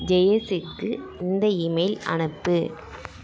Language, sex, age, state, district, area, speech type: Tamil, female, 18-30, Tamil Nadu, Dharmapuri, rural, read